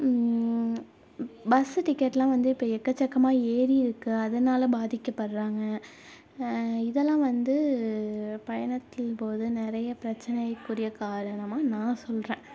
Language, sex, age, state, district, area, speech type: Tamil, female, 30-45, Tamil Nadu, Tiruvarur, rural, spontaneous